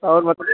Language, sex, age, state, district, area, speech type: Hindi, male, 30-45, Uttar Pradesh, Azamgarh, rural, conversation